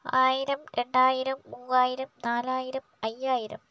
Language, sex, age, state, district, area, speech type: Malayalam, male, 30-45, Kerala, Kozhikode, urban, spontaneous